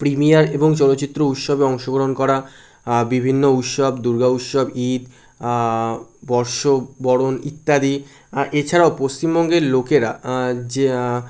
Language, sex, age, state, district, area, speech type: Bengali, male, 18-30, West Bengal, Kolkata, urban, spontaneous